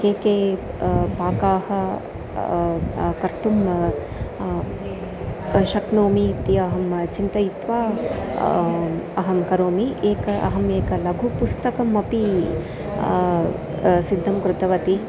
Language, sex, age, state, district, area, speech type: Sanskrit, female, 30-45, Andhra Pradesh, Chittoor, urban, spontaneous